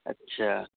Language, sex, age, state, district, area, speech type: Urdu, male, 30-45, Delhi, Central Delhi, urban, conversation